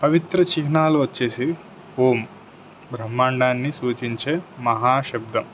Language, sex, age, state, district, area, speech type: Telugu, male, 18-30, Telangana, Suryapet, urban, spontaneous